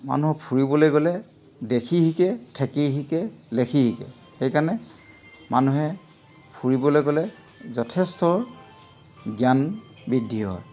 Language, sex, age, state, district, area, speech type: Assamese, male, 45-60, Assam, Sivasagar, rural, spontaneous